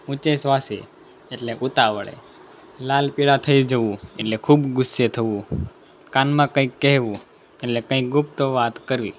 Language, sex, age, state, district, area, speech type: Gujarati, male, 18-30, Gujarat, Anand, rural, spontaneous